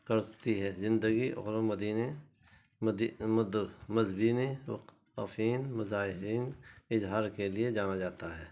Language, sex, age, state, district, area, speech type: Urdu, male, 60+, Uttar Pradesh, Muzaffarnagar, urban, spontaneous